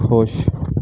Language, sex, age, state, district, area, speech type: Punjabi, male, 18-30, Punjab, Kapurthala, rural, read